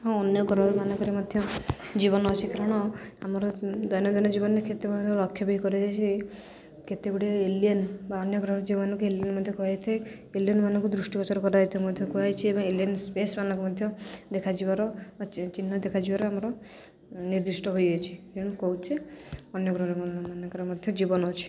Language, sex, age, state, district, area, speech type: Odia, female, 18-30, Odisha, Jagatsinghpur, rural, spontaneous